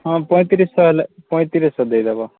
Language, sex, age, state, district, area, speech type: Odia, male, 18-30, Odisha, Subarnapur, urban, conversation